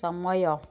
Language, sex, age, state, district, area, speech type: Odia, female, 60+, Odisha, Kendujhar, urban, read